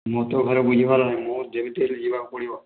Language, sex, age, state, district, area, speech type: Odia, male, 60+, Odisha, Boudh, rural, conversation